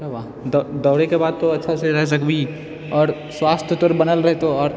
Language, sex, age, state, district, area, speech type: Maithili, male, 30-45, Bihar, Purnia, rural, spontaneous